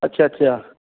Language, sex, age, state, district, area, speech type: Punjabi, male, 30-45, Punjab, Fatehgarh Sahib, rural, conversation